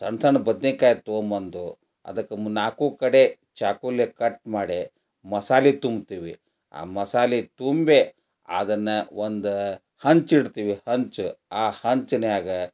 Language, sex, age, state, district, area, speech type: Kannada, male, 60+, Karnataka, Gadag, rural, spontaneous